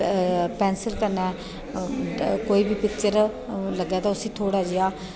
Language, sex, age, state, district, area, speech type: Dogri, female, 30-45, Jammu and Kashmir, Kathua, rural, spontaneous